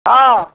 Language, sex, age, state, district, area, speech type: Maithili, male, 60+, Bihar, Muzaffarpur, rural, conversation